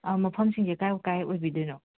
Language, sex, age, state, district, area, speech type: Manipuri, female, 45-60, Manipur, Imphal West, urban, conversation